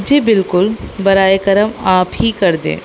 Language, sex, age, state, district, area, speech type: Urdu, female, 18-30, Delhi, North East Delhi, urban, spontaneous